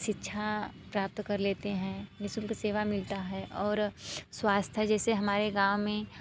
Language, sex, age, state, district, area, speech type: Hindi, female, 45-60, Uttar Pradesh, Mirzapur, urban, spontaneous